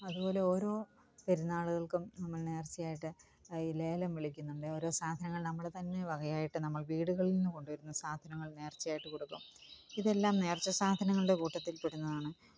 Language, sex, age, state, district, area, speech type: Malayalam, female, 45-60, Kerala, Kottayam, rural, spontaneous